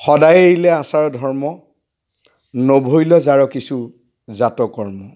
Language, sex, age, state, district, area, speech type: Assamese, male, 45-60, Assam, Golaghat, urban, spontaneous